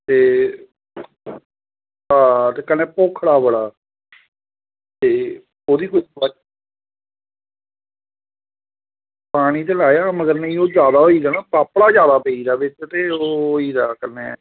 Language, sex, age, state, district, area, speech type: Dogri, male, 45-60, Jammu and Kashmir, Samba, rural, conversation